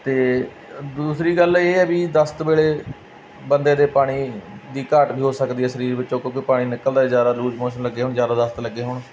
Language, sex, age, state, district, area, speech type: Punjabi, male, 30-45, Punjab, Barnala, rural, spontaneous